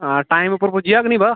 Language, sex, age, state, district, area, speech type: Dogri, male, 18-30, Jammu and Kashmir, Udhampur, urban, conversation